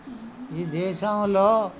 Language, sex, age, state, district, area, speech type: Telugu, male, 60+, Telangana, Hanamkonda, rural, spontaneous